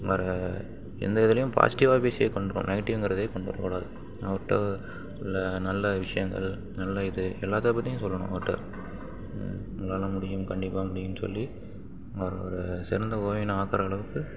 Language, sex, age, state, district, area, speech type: Tamil, male, 45-60, Tamil Nadu, Tiruvarur, urban, spontaneous